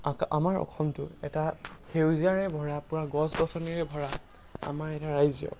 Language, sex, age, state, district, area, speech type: Assamese, male, 18-30, Assam, Charaideo, urban, spontaneous